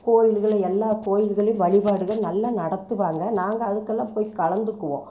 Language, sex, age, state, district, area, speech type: Tamil, female, 60+, Tamil Nadu, Coimbatore, rural, spontaneous